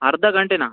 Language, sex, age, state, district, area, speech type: Kannada, male, 18-30, Karnataka, Uttara Kannada, rural, conversation